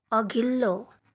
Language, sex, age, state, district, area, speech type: Nepali, female, 30-45, West Bengal, Darjeeling, rural, read